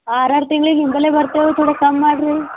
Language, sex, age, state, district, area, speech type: Kannada, female, 18-30, Karnataka, Bidar, urban, conversation